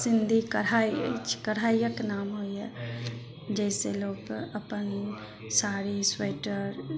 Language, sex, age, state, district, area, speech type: Maithili, female, 45-60, Bihar, Madhubani, rural, spontaneous